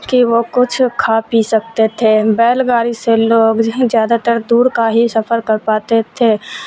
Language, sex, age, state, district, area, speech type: Urdu, female, 30-45, Bihar, Supaul, urban, spontaneous